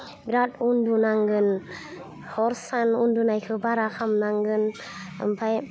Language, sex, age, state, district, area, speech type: Bodo, female, 30-45, Assam, Udalguri, rural, spontaneous